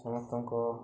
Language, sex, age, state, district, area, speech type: Odia, male, 18-30, Odisha, Nuapada, urban, spontaneous